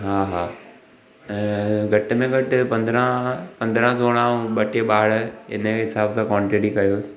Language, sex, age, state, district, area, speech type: Sindhi, male, 18-30, Maharashtra, Thane, urban, spontaneous